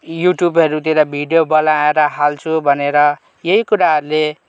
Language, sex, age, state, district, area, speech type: Nepali, male, 18-30, West Bengal, Kalimpong, rural, spontaneous